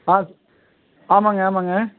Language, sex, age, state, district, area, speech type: Tamil, male, 45-60, Tamil Nadu, Perambalur, rural, conversation